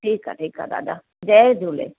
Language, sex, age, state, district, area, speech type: Sindhi, female, 45-60, Maharashtra, Thane, urban, conversation